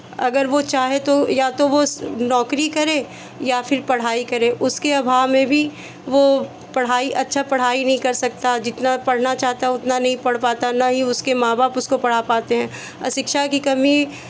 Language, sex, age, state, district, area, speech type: Hindi, female, 30-45, Uttar Pradesh, Chandauli, rural, spontaneous